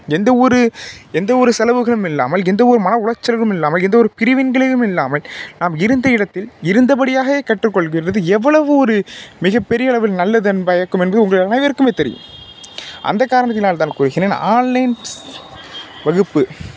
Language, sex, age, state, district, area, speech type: Tamil, male, 45-60, Tamil Nadu, Tiruvarur, urban, spontaneous